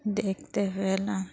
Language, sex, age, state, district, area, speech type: Bengali, female, 45-60, West Bengal, Dakshin Dinajpur, urban, spontaneous